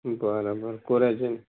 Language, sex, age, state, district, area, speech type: Marathi, male, 18-30, Maharashtra, Hingoli, urban, conversation